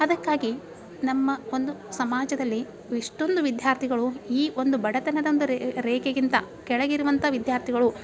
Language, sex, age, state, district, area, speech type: Kannada, female, 30-45, Karnataka, Dharwad, rural, spontaneous